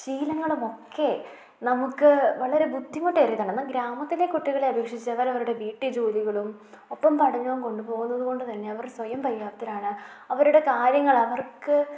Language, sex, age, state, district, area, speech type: Malayalam, female, 30-45, Kerala, Idukki, rural, spontaneous